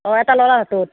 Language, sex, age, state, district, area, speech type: Assamese, female, 45-60, Assam, Barpeta, rural, conversation